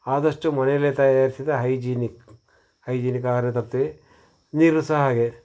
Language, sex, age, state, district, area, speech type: Kannada, male, 60+, Karnataka, Shimoga, rural, spontaneous